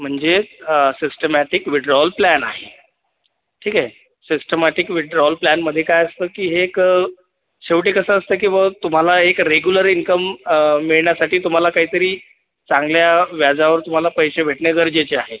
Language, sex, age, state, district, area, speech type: Marathi, male, 30-45, Maharashtra, Buldhana, urban, conversation